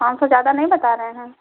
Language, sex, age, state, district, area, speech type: Hindi, female, 30-45, Uttar Pradesh, Jaunpur, rural, conversation